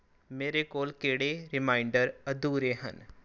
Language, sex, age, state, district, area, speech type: Punjabi, male, 18-30, Punjab, Rupnagar, rural, read